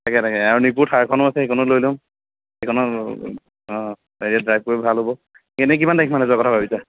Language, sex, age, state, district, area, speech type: Assamese, male, 30-45, Assam, Sonitpur, urban, conversation